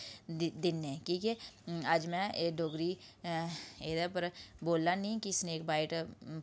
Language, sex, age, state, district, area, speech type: Dogri, female, 30-45, Jammu and Kashmir, Udhampur, rural, spontaneous